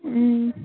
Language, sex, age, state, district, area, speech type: Kashmiri, female, 30-45, Jammu and Kashmir, Ganderbal, rural, conversation